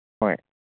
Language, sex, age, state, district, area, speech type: Manipuri, male, 45-60, Manipur, Kangpokpi, urban, conversation